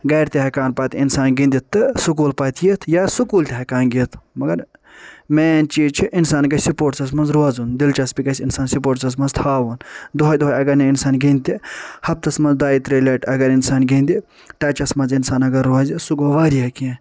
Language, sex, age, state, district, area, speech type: Kashmiri, male, 30-45, Jammu and Kashmir, Ganderbal, urban, spontaneous